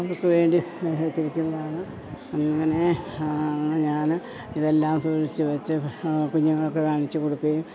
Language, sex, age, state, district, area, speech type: Malayalam, female, 60+, Kerala, Idukki, rural, spontaneous